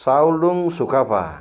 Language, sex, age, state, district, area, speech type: Assamese, male, 30-45, Assam, Sonitpur, rural, spontaneous